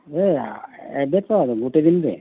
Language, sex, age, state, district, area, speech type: Odia, male, 45-60, Odisha, Boudh, rural, conversation